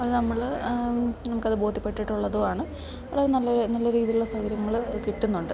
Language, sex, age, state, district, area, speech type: Malayalam, female, 30-45, Kerala, Idukki, rural, spontaneous